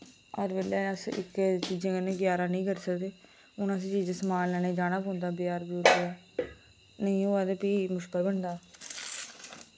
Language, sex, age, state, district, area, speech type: Dogri, female, 18-30, Jammu and Kashmir, Reasi, rural, spontaneous